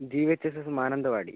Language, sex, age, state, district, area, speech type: Malayalam, male, 30-45, Kerala, Wayanad, rural, conversation